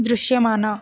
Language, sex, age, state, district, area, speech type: Telugu, female, 18-30, Telangana, Hyderabad, urban, read